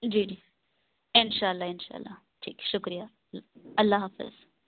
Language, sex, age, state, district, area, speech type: Urdu, female, 30-45, Delhi, South Delhi, urban, conversation